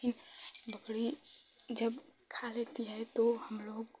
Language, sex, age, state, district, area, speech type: Hindi, female, 30-45, Uttar Pradesh, Chandauli, rural, spontaneous